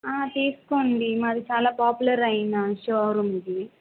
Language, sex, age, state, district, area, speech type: Telugu, female, 18-30, Andhra Pradesh, Kadapa, rural, conversation